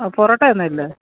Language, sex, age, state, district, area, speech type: Malayalam, female, 45-60, Kerala, Pathanamthitta, rural, conversation